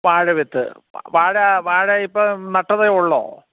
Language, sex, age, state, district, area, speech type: Malayalam, male, 30-45, Kerala, Kottayam, rural, conversation